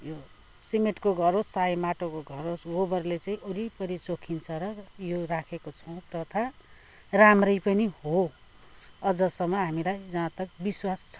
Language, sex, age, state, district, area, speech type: Nepali, female, 60+, West Bengal, Kalimpong, rural, spontaneous